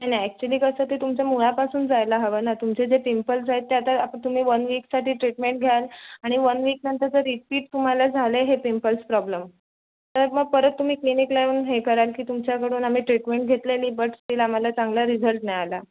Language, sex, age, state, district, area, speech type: Marathi, female, 18-30, Maharashtra, Raigad, rural, conversation